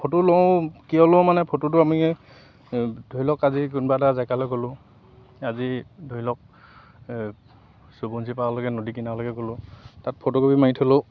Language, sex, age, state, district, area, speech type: Assamese, male, 18-30, Assam, Lakhimpur, rural, spontaneous